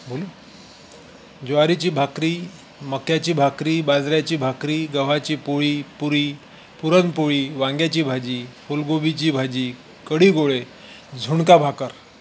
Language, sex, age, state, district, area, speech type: Marathi, male, 45-60, Maharashtra, Wardha, urban, spontaneous